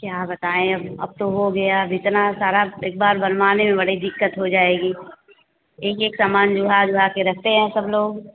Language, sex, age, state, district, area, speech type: Hindi, female, 45-60, Uttar Pradesh, Azamgarh, rural, conversation